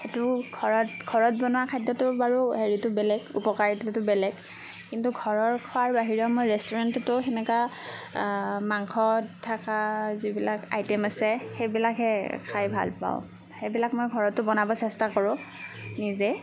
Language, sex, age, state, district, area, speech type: Assamese, female, 30-45, Assam, Darrang, rural, spontaneous